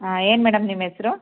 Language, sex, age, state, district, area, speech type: Kannada, female, 30-45, Karnataka, Hassan, rural, conversation